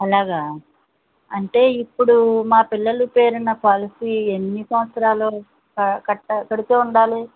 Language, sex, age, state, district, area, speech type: Telugu, female, 60+, Andhra Pradesh, West Godavari, rural, conversation